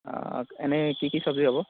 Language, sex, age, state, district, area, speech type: Assamese, male, 18-30, Assam, Golaghat, rural, conversation